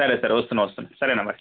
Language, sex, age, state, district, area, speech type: Telugu, male, 18-30, Telangana, Medak, rural, conversation